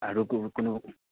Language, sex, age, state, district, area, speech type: Assamese, male, 18-30, Assam, Goalpara, rural, conversation